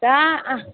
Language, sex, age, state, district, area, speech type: Maithili, female, 18-30, Bihar, Samastipur, rural, conversation